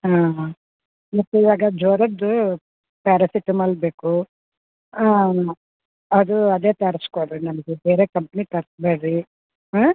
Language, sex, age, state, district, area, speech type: Kannada, female, 45-60, Karnataka, Bellary, urban, conversation